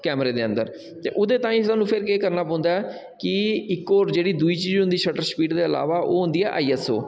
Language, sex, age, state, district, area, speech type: Dogri, male, 30-45, Jammu and Kashmir, Jammu, rural, spontaneous